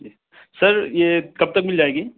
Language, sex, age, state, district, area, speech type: Urdu, male, 18-30, Uttar Pradesh, Saharanpur, urban, conversation